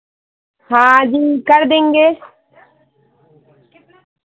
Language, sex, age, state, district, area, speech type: Hindi, female, 18-30, Madhya Pradesh, Seoni, urban, conversation